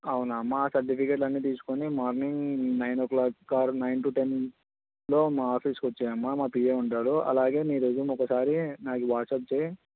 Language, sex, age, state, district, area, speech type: Telugu, male, 18-30, Andhra Pradesh, Krishna, urban, conversation